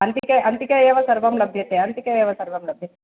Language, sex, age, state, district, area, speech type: Sanskrit, female, 45-60, Andhra Pradesh, East Godavari, urban, conversation